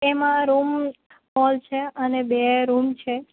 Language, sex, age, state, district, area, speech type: Gujarati, female, 18-30, Gujarat, Valsad, rural, conversation